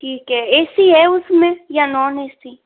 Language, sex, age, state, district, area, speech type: Hindi, female, 45-60, Rajasthan, Jodhpur, urban, conversation